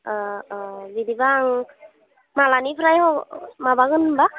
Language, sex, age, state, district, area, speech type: Bodo, female, 30-45, Assam, Udalguri, rural, conversation